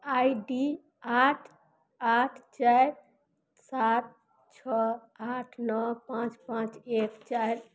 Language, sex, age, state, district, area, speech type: Maithili, female, 45-60, Bihar, Madhubani, rural, read